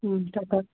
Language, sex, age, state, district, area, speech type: Sanskrit, female, 45-60, Karnataka, Hassan, rural, conversation